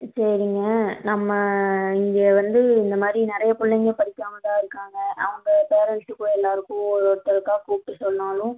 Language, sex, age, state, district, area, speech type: Tamil, female, 18-30, Tamil Nadu, Tiruppur, rural, conversation